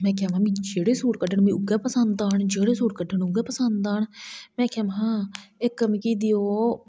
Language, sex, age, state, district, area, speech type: Dogri, female, 45-60, Jammu and Kashmir, Reasi, rural, spontaneous